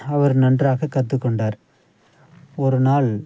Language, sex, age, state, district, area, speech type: Tamil, male, 30-45, Tamil Nadu, Thanjavur, rural, spontaneous